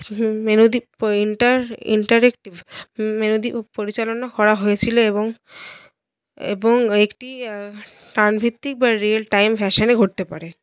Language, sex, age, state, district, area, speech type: Bengali, female, 30-45, West Bengal, Paschim Bardhaman, urban, spontaneous